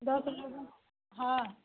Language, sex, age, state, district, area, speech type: Hindi, female, 45-60, Uttar Pradesh, Mau, rural, conversation